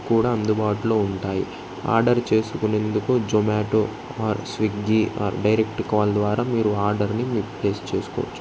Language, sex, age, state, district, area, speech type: Telugu, male, 18-30, Andhra Pradesh, Krishna, urban, spontaneous